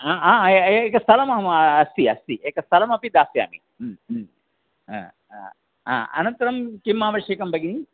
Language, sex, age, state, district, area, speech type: Sanskrit, male, 60+, Tamil Nadu, Thanjavur, urban, conversation